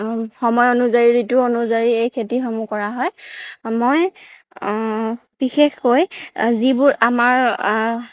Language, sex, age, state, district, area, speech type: Assamese, female, 30-45, Assam, Morigaon, rural, spontaneous